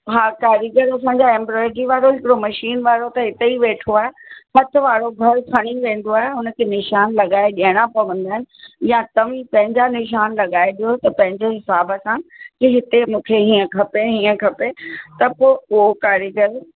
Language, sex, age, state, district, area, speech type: Sindhi, female, 60+, Uttar Pradesh, Lucknow, rural, conversation